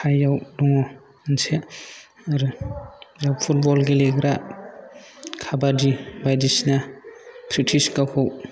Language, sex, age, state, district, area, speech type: Bodo, male, 18-30, Assam, Kokrajhar, urban, spontaneous